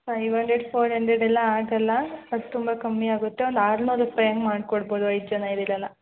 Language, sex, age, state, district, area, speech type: Kannada, female, 18-30, Karnataka, Hassan, urban, conversation